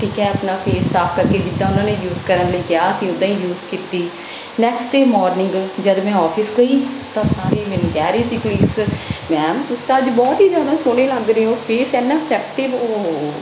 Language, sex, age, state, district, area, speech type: Punjabi, female, 30-45, Punjab, Bathinda, urban, spontaneous